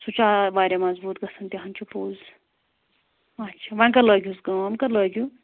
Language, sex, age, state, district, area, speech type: Kashmiri, female, 30-45, Jammu and Kashmir, Anantnag, rural, conversation